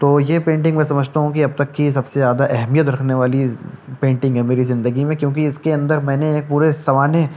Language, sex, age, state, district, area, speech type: Urdu, male, 18-30, Uttar Pradesh, Shahjahanpur, urban, spontaneous